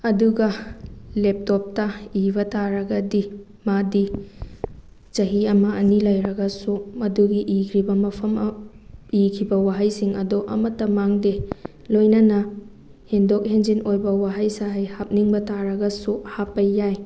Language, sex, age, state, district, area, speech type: Manipuri, female, 18-30, Manipur, Thoubal, rural, spontaneous